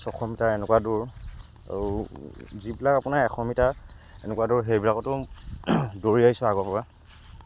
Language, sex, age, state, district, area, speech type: Assamese, male, 18-30, Assam, Lakhimpur, rural, spontaneous